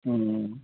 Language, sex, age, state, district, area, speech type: Urdu, male, 18-30, Bihar, Araria, rural, conversation